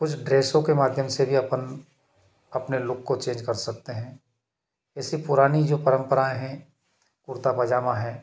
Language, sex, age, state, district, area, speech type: Hindi, male, 30-45, Madhya Pradesh, Ujjain, urban, spontaneous